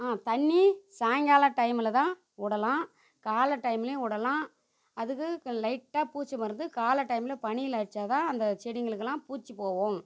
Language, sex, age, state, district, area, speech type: Tamil, female, 45-60, Tamil Nadu, Tiruvannamalai, rural, spontaneous